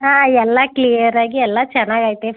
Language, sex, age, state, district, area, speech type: Kannada, female, 18-30, Karnataka, Chamarajanagar, urban, conversation